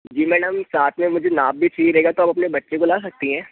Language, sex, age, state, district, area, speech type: Hindi, male, 45-60, Madhya Pradesh, Bhopal, urban, conversation